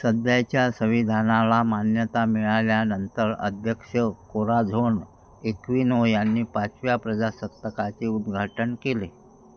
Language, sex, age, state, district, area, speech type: Marathi, male, 60+, Maharashtra, Wardha, rural, read